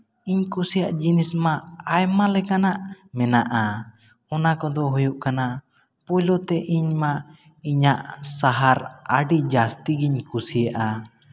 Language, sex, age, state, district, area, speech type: Santali, male, 18-30, West Bengal, Jhargram, rural, spontaneous